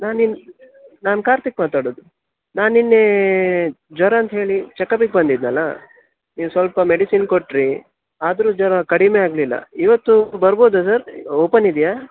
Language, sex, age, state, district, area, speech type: Kannada, male, 18-30, Karnataka, Shimoga, rural, conversation